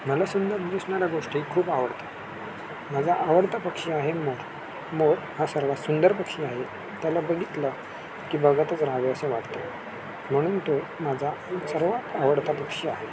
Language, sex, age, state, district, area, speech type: Marathi, male, 18-30, Maharashtra, Sindhudurg, rural, spontaneous